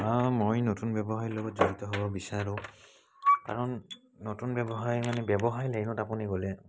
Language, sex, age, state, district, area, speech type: Assamese, male, 18-30, Assam, Barpeta, rural, spontaneous